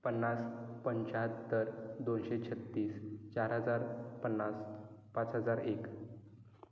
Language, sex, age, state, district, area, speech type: Marathi, male, 18-30, Maharashtra, Kolhapur, rural, spontaneous